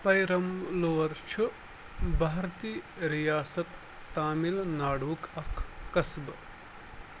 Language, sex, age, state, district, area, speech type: Kashmiri, male, 45-60, Jammu and Kashmir, Bandipora, rural, read